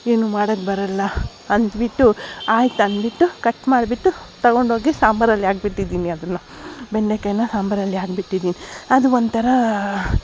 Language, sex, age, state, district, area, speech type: Kannada, female, 45-60, Karnataka, Davanagere, urban, spontaneous